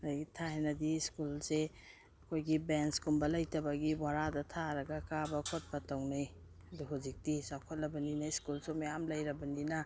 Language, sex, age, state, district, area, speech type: Manipuri, female, 45-60, Manipur, Imphal East, rural, spontaneous